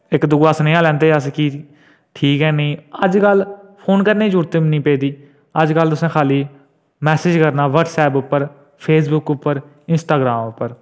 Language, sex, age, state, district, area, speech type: Dogri, male, 18-30, Jammu and Kashmir, Udhampur, urban, spontaneous